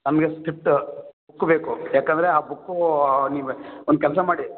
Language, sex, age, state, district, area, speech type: Kannada, male, 30-45, Karnataka, Bellary, rural, conversation